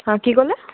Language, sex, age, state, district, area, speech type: Assamese, female, 18-30, Assam, Tinsukia, urban, conversation